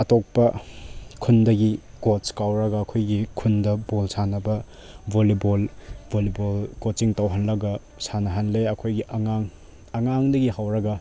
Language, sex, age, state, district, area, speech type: Manipuri, male, 18-30, Manipur, Chandel, rural, spontaneous